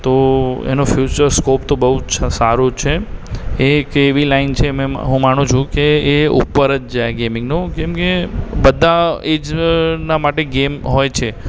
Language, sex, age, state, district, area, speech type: Gujarati, male, 18-30, Gujarat, Aravalli, urban, spontaneous